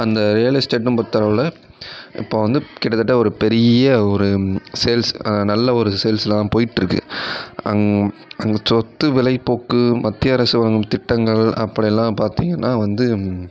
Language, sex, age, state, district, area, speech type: Tamil, male, 30-45, Tamil Nadu, Tiruvarur, rural, spontaneous